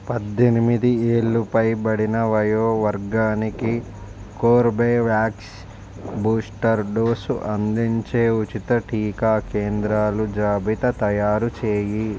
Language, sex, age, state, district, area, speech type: Telugu, male, 45-60, Andhra Pradesh, Visakhapatnam, urban, read